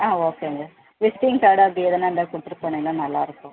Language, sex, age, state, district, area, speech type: Tamil, female, 30-45, Tamil Nadu, Tirupattur, rural, conversation